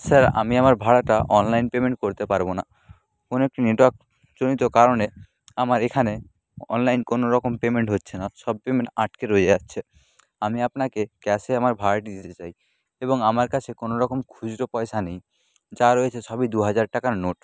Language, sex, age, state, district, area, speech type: Bengali, male, 30-45, West Bengal, Nadia, rural, spontaneous